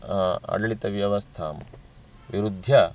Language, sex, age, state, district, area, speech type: Sanskrit, male, 30-45, Karnataka, Dakshina Kannada, rural, spontaneous